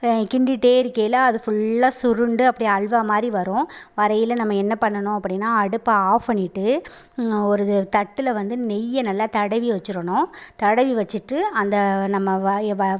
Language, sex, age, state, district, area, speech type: Tamil, female, 30-45, Tamil Nadu, Pudukkottai, rural, spontaneous